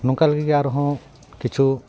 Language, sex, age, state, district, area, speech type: Santali, male, 30-45, West Bengal, Purba Bardhaman, rural, spontaneous